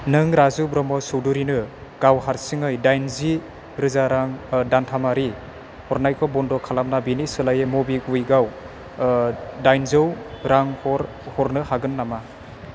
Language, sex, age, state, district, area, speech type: Bodo, male, 18-30, Assam, Chirang, rural, read